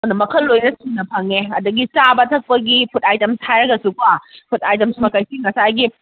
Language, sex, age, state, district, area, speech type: Manipuri, female, 30-45, Manipur, Kakching, rural, conversation